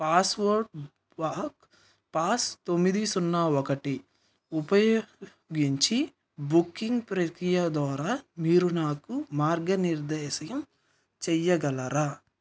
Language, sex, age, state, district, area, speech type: Telugu, male, 18-30, Andhra Pradesh, Nellore, rural, read